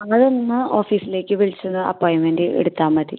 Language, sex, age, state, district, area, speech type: Malayalam, female, 18-30, Kerala, Thrissur, rural, conversation